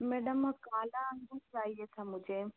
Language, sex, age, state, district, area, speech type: Hindi, female, 60+, Madhya Pradesh, Bhopal, rural, conversation